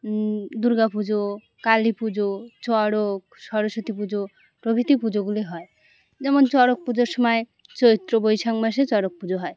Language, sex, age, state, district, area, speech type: Bengali, female, 18-30, West Bengal, Birbhum, urban, spontaneous